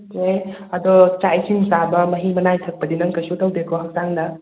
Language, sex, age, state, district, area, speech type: Manipuri, female, 45-60, Manipur, Imphal West, rural, conversation